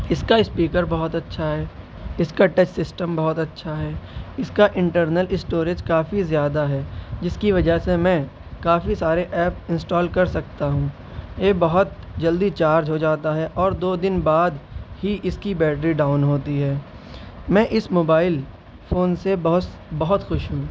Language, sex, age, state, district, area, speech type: Urdu, male, 18-30, Uttar Pradesh, Shahjahanpur, rural, spontaneous